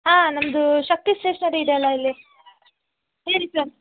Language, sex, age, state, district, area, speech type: Kannada, female, 18-30, Karnataka, Koppal, rural, conversation